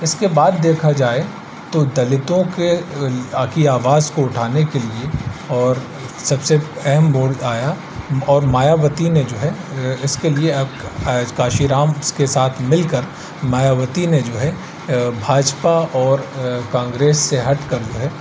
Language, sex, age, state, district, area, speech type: Urdu, male, 30-45, Uttar Pradesh, Aligarh, urban, spontaneous